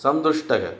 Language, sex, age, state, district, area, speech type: Sanskrit, male, 60+, Tamil Nadu, Coimbatore, urban, read